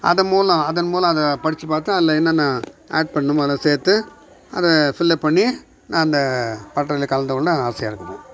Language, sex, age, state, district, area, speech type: Tamil, male, 60+, Tamil Nadu, Viluppuram, rural, spontaneous